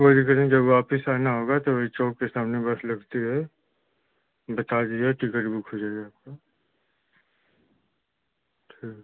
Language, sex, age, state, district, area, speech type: Hindi, male, 30-45, Uttar Pradesh, Ghazipur, rural, conversation